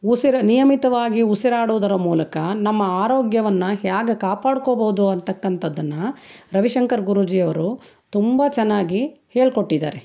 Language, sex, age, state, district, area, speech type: Kannada, female, 60+, Karnataka, Chitradurga, rural, spontaneous